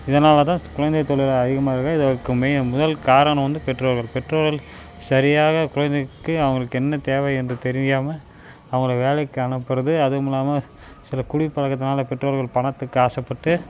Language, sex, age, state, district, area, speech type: Tamil, male, 18-30, Tamil Nadu, Dharmapuri, urban, spontaneous